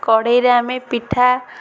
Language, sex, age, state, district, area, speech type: Odia, female, 18-30, Odisha, Ganjam, urban, spontaneous